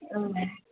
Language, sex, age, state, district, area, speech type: Bodo, female, 45-60, Assam, Chirang, rural, conversation